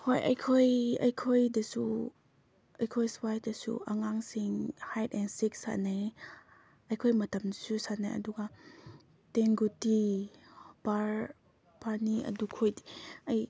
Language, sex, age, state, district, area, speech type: Manipuri, female, 18-30, Manipur, Chandel, rural, spontaneous